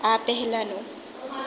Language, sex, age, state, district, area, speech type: Gujarati, female, 18-30, Gujarat, Valsad, rural, read